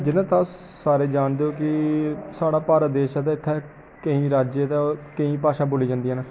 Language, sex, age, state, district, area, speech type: Dogri, male, 18-30, Jammu and Kashmir, Jammu, urban, spontaneous